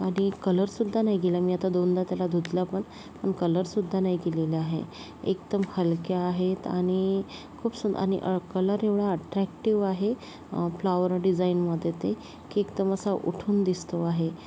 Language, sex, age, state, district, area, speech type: Marathi, female, 18-30, Maharashtra, Yavatmal, rural, spontaneous